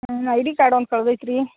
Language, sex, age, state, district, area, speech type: Kannada, female, 60+, Karnataka, Belgaum, rural, conversation